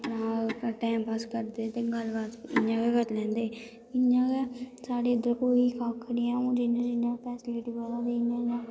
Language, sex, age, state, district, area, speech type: Dogri, female, 18-30, Jammu and Kashmir, Kathua, rural, spontaneous